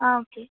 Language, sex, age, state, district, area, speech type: Tamil, female, 45-60, Tamil Nadu, Cuddalore, rural, conversation